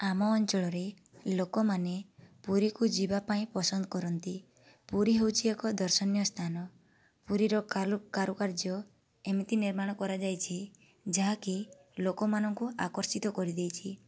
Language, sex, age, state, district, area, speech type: Odia, female, 18-30, Odisha, Boudh, rural, spontaneous